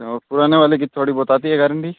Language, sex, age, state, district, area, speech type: Hindi, male, 18-30, Rajasthan, Nagaur, rural, conversation